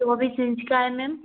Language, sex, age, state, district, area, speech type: Hindi, female, 45-60, Madhya Pradesh, Gwalior, rural, conversation